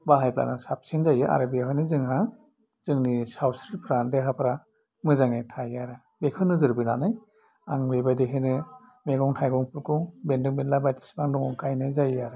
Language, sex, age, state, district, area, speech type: Bodo, male, 60+, Assam, Udalguri, urban, spontaneous